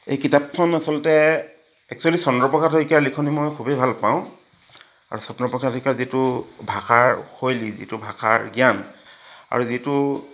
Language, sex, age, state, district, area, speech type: Assamese, male, 60+, Assam, Charaideo, rural, spontaneous